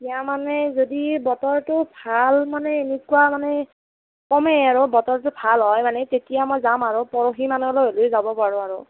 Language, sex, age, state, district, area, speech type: Assamese, female, 30-45, Assam, Nagaon, rural, conversation